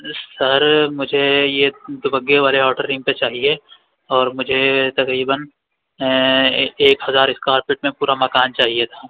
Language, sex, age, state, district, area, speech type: Urdu, male, 60+, Uttar Pradesh, Lucknow, rural, conversation